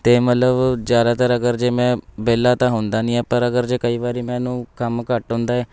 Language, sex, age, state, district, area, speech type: Punjabi, male, 18-30, Punjab, Shaheed Bhagat Singh Nagar, urban, spontaneous